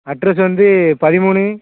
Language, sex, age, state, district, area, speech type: Tamil, male, 18-30, Tamil Nadu, Thoothukudi, rural, conversation